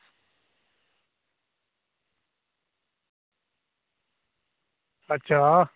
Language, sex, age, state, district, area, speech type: Dogri, male, 30-45, Jammu and Kashmir, Reasi, rural, conversation